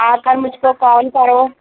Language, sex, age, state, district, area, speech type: Urdu, female, 18-30, Maharashtra, Nashik, rural, conversation